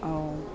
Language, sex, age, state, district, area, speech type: Sindhi, female, 45-60, Delhi, South Delhi, urban, spontaneous